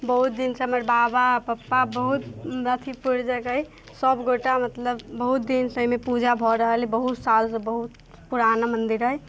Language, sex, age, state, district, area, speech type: Maithili, female, 18-30, Bihar, Muzaffarpur, rural, spontaneous